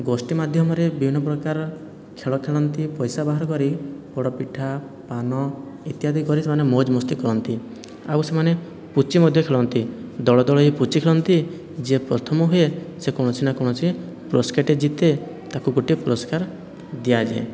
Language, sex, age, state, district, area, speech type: Odia, male, 18-30, Odisha, Boudh, rural, spontaneous